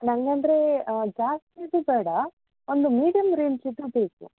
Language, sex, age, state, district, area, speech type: Kannada, female, 30-45, Karnataka, Udupi, rural, conversation